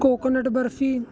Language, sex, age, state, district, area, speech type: Punjabi, male, 18-30, Punjab, Ludhiana, urban, spontaneous